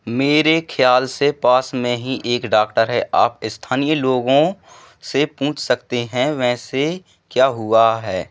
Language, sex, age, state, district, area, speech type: Hindi, male, 18-30, Madhya Pradesh, Seoni, urban, read